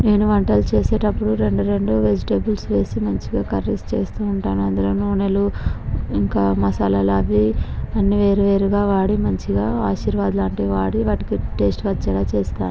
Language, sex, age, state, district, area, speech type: Telugu, female, 18-30, Andhra Pradesh, Visakhapatnam, rural, spontaneous